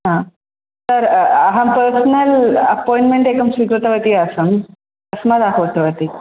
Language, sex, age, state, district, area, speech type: Sanskrit, female, 18-30, Kerala, Thrissur, urban, conversation